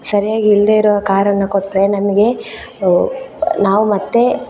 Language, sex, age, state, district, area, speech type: Kannada, female, 18-30, Karnataka, Dakshina Kannada, rural, spontaneous